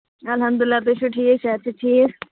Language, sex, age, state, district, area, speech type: Kashmiri, female, 18-30, Jammu and Kashmir, Anantnag, urban, conversation